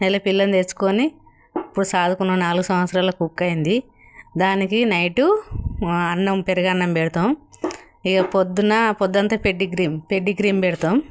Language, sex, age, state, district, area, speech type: Telugu, female, 60+, Telangana, Jagtial, rural, spontaneous